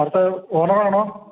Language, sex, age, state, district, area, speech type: Malayalam, male, 60+, Kerala, Idukki, rural, conversation